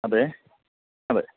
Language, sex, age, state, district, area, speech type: Malayalam, male, 45-60, Kerala, Kottayam, rural, conversation